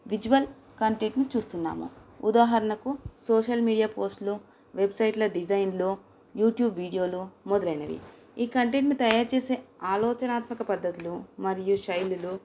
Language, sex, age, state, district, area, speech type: Telugu, female, 30-45, Telangana, Nagarkurnool, urban, spontaneous